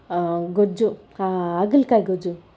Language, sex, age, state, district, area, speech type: Kannada, female, 60+, Karnataka, Bangalore Urban, urban, spontaneous